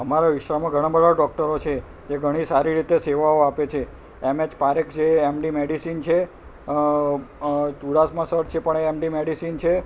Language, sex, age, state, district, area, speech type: Gujarati, male, 45-60, Gujarat, Kheda, rural, spontaneous